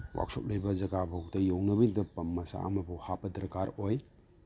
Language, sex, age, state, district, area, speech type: Manipuri, male, 60+, Manipur, Imphal East, rural, spontaneous